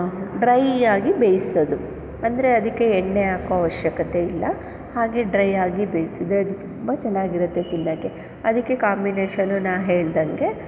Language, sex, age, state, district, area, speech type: Kannada, female, 30-45, Karnataka, Chamarajanagar, rural, spontaneous